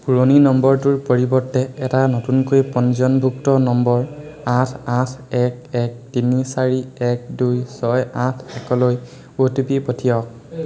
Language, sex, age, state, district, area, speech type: Assamese, male, 18-30, Assam, Sivasagar, urban, read